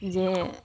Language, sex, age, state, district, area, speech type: Santali, female, 18-30, West Bengal, Malda, rural, spontaneous